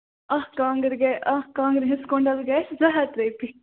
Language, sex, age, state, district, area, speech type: Kashmiri, female, 18-30, Jammu and Kashmir, Bandipora, rural, conversation